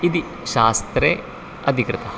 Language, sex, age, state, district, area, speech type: Sanskrit, male, 30-45, Kerala, Ernakulam, rural, spontaneous